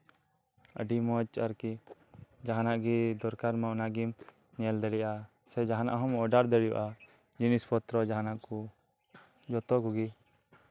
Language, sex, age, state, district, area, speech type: Santali, male, 18-30, West Bengal, Birbhum, rural, spontaneous